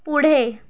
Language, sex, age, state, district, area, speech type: Marathi, female, 30-45, Maharashtra, Thane, urban, read